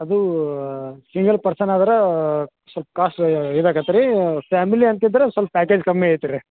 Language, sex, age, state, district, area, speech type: Kannada, male, 45-60, Karnataka, Belgaum, rural, conversation